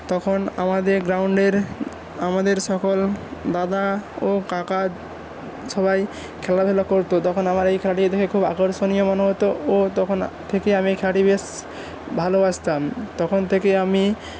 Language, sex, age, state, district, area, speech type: Bengali, male, 18-30, West Bengal, Paschim Medinipur, rural, spontaneous